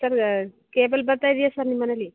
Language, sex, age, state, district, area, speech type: Kannada, female, 45-60, Karnataka, Mandya, rural, conversation